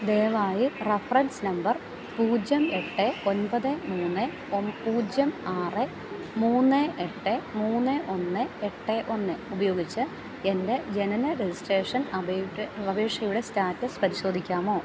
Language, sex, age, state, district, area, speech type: Malayalam, female, 30-45, Kerala, Alappuzha, rural, read